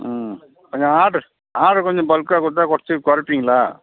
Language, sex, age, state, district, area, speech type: Tamil, male, 60+, Tamil Nadu, Kallakurichi, rural, conversation